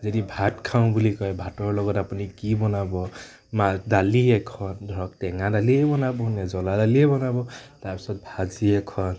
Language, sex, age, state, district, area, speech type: Assamese, male, 30-45, Assam, Nagaon, rural, spontaneous